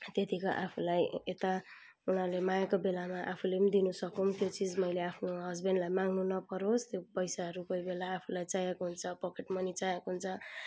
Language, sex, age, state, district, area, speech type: Nepali, female, 30-45, West Bengal, Kalimpong, rural, spontaneous